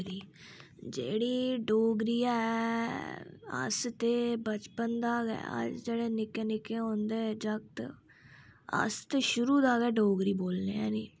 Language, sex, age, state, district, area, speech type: Dogri, female, 60+, Jammu and Kashmir, Udhampur, rural, spontaneous